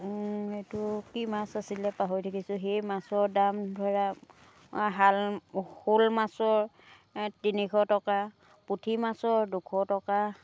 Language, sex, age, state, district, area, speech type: Assamese, female, 60+, Assam, Dhemaji, rural, spontaneous